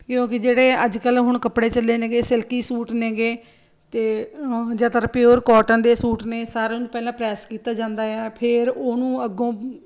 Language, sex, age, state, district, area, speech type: Punjabi, female, 45-60, Punjab, Ludhiana, urban, spontaneous